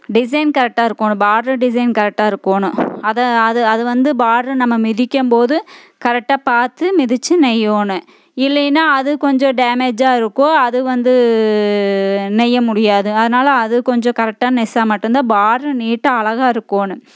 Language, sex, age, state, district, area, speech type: Tamil, female, 30-45, Tamil Nadu, Coimbatore, rural, spontaneous